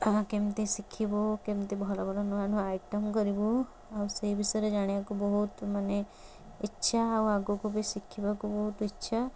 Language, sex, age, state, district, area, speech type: Odia, female, 18-30, Odisha, Cuttack, urban, spontaneous